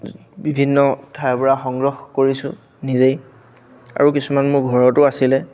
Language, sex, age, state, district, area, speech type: Assamese, male, 18-30, Assam, Sivasagar, urban, spontaneous